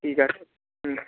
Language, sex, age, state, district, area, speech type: Bengali, male, 30-45, West Bengal, Jalpaiguri, rural, conversation